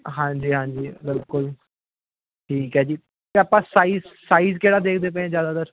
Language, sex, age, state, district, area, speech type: Punjabi, male, 18-30, Punjab, Ludhiana, urban, conversation